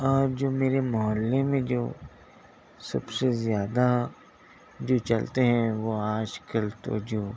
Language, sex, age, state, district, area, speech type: Urdu, male, 18-30, Telangana, Hyderabad, urban, spontaneous